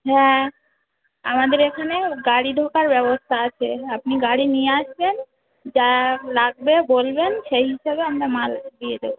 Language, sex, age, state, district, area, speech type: Bengali, female, 45-60, West Bengal, Uttar Dinajpur, urban, conversation